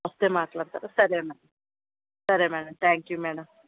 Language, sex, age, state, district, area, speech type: Telugu, female, 60+, Andhra Pradesh, Vizianagaram, rural, conversation